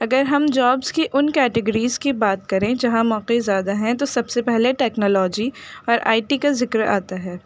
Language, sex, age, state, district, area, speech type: Urdu, female, 18-30, Delhi, North East Delhi, urban, spontaneous